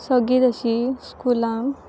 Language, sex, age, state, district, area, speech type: Goan Konkani, female, 18-30, Goa, Pernem, rural, spontaneous